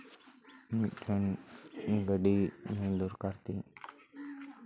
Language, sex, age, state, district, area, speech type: Santali, male, 30-45, West Bengal, Paschim Bardhaman, rural, spontaneous